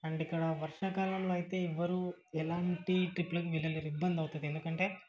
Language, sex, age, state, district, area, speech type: Telugu, male, 18-30, Telangana, Vikarabad, urban, spontaneous